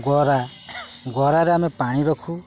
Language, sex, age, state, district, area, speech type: Odia, male, 45-60, Odisha, Jagatsinghpur, urban, spontaneous